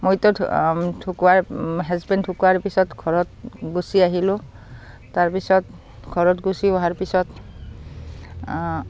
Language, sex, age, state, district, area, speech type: Assamese, female, 30-45, Assam, Barpeta, rural, spontaneous